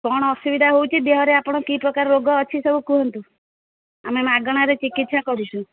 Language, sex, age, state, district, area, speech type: Odia, female, 45-60, Odisha, Angul, rural, conversation